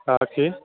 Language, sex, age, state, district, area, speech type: Bengali, male, 18-30, West Bengal, Jalpaiguri, rural, conversation